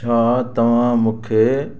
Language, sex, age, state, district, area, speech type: Sindhi, male, 60+, Gujarat, Kutch, rural, read